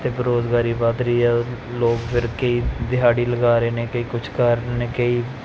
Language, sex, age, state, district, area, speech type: Punjabi, male, 30-45, Punjab, Pathankot, urban, spontaneous